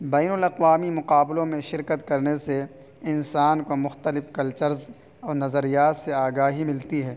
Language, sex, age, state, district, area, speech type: Urdu, male, 18-30, Uttar Pradesh, Saharanpur, urban, spontaneous